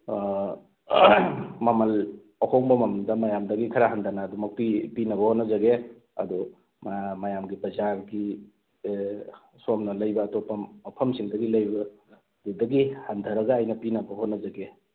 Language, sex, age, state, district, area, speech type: Manipuri, male, 45-60, Manipur, Thoubal, rural, conversation